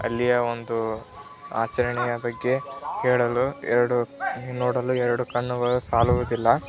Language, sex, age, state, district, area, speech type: Kannada, male, 18-30, Karnataka, Tumkur, rural, spontaneous